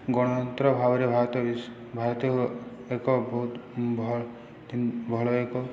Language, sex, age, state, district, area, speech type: Odia, male, 18-30, Odisha, Subarnapur, urban, spontaneous